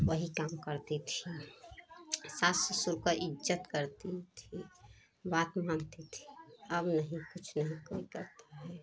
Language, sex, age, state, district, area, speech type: Hindi, female, 30-45, Uttar Pradesh, Prayagraj, rural, spontaneous